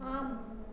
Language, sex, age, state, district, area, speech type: Tamil, female, 18-30, Tamil Nadu, Erode, rural, read